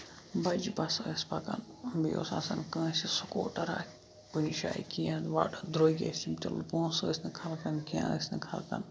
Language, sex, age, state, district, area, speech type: Kashmiri, male, 18-30, Jammu and Kashmir, Shopian, rural, spontaneous